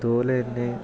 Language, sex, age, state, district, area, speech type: Malayalam, male, 18-30, Kerala, Idukki, rural, spontaneous